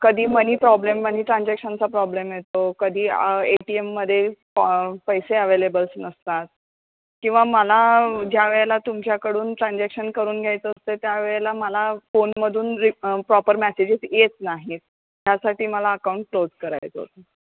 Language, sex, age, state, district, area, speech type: Marathi, female, 30-45, Maharashtra, Kolhapur, urban, conversation